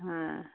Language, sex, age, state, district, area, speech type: Bengali, female, 45-60, West Bengal, Cooch Behar, urban, conversation